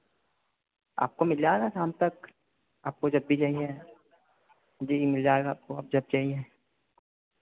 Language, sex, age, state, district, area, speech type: Hindi, male, 30-45, Madhya Pradesh, Harda, urban, conversation